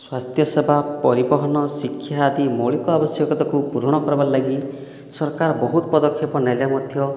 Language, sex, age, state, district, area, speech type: Odia, male, 45-60, Odisha, Boudh, rural, spontaneous